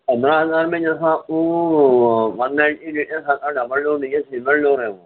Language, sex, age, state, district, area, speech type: Urdu, male, 45-60, Telangana, Hyderabad, urban, conversation